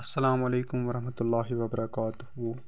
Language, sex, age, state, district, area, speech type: Kashmiri, male, 18-30, Jammu and Kashmir, Baramulla, rural, spontaneous